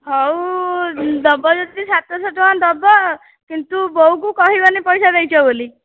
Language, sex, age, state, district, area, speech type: Odia, female, 18-30, Odisha, Dhenkanal, rural, conversation